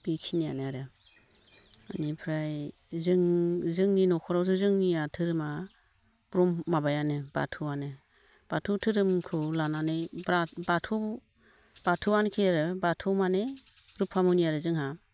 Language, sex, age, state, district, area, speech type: Bodo, female, 45-60, Assam, Baksa, rural, spontaneous